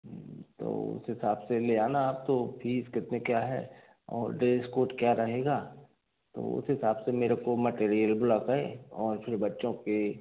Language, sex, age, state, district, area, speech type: Hindi, male, 45-60, Madhya Pradesh, Hoshangabad, rural, conversation